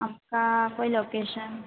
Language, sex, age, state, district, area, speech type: Hindi, female, 30-45, Madhya Pradesh, Harda, urban, conversation